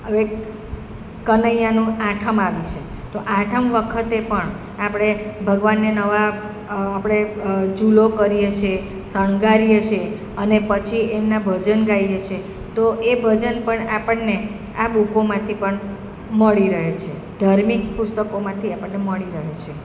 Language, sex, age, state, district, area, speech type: Gujarati, female, 45-60, Gujarat, Surat, urban, spontaneous